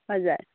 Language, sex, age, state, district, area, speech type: Nepali, female, 18-30, West Bengal, Kalimpong, rural, conversation